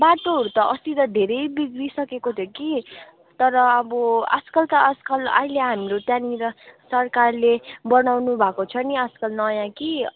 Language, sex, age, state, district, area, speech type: Nepali, female, 30-45, West Bengal, Darjeeling, rural, conversation